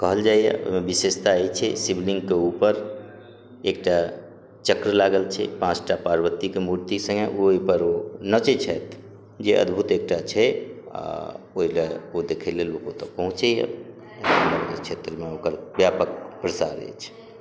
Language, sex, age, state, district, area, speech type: Maithili, male, 60+, Bihar, Madhubani, rural, spontaneous